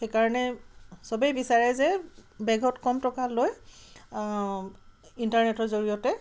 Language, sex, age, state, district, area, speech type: Assamese, female, 45-60, Assam, Tinsukia, urban, spontaneous